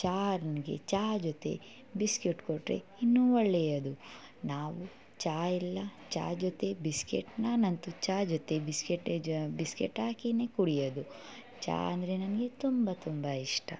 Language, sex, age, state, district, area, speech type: Kannada, female, 18-30, Karnataka, Mysore, rural, spontaneous